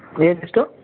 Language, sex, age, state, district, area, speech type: Kannada, male, 18-30, Karnataka, Bangalore Rural, urban, conversation